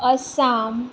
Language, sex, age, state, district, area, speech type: Goan Konkani, female, 18-30, Goa, Tiswadi, rural, spontaneous